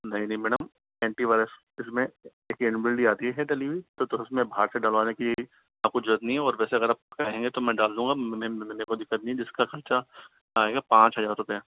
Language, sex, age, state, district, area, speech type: Hindi, female, 45-60, Rajasthan, Jaipur, urban, conversation